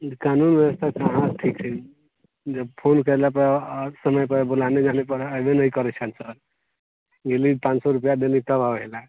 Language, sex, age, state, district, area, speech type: Maithili, male, 30-45, Bihar, Sitamarhi, rural, conversation